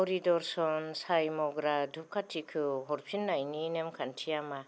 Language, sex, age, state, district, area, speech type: Bodo, female, 45-60, Assam, Kokrajhar, rural, read